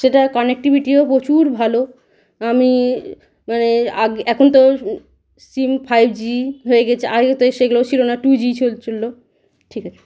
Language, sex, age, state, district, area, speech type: Bengali, female, 30-45, West Bengal, Malda, rural, spontaneous